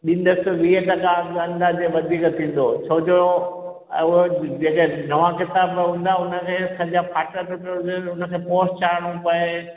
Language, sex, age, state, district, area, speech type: Sindhi, male, 60+, Gujarat, Junagadh, rural, conversation